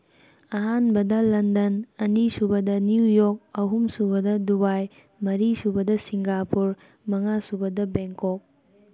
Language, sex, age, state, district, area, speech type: Manipuri, female, 30-45, Manipur, Tengnoupal, urban, spontaneous